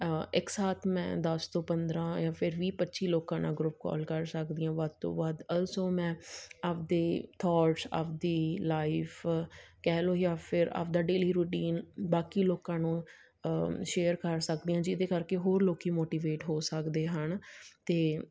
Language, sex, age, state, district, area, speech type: Punjabi, female, 18-30, Punjab, Muktsar, urban, spontaneous